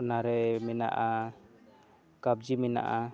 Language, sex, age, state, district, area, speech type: Santali, male, 30-45, Jharkhand, East Singhbhum, rural, spontaneous